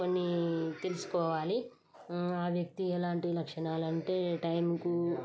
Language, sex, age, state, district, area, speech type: Telugu, female, 30-45, Telangana, Peddapalli, rural, spontaneous